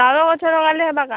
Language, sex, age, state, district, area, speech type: Odia, female, 30-45, Odisha, Boudh, rural, conversation